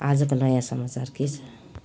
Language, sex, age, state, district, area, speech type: Nepali, female, 60+, West Bengal, Jalpaiguri, rural, read